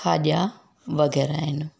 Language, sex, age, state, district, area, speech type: Sindhi, female, 45-60, Rajasthan, Ajmer, urban, spontaneous